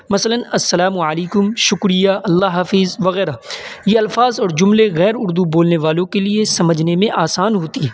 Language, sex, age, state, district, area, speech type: Urdu, male, 18-30, Uttar Pradesh, Saharanpur, urban, spontaneous